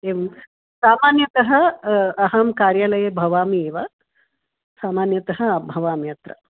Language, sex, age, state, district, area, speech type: Sanskrit, female, 60+, Karnataka, Bangalore Urban, urban, conversation